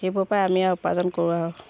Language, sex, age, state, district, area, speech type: Assamese, female, 45-60, Assam, Sivasagar, rural, spontaneous